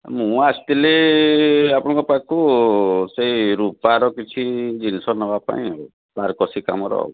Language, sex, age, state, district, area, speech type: Odia, male, 45-60, Odisha, Mayurbhanj, rural, conversation